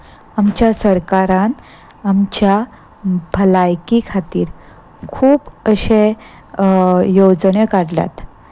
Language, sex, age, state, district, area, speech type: Goan Konkani, female, 30-45, Goa, Salcete, urban, spontaneous